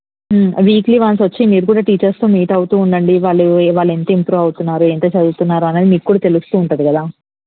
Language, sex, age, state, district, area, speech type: Telugu, female, 45-60, Andhra Pradesh, N T Rama Rao, rural, conversation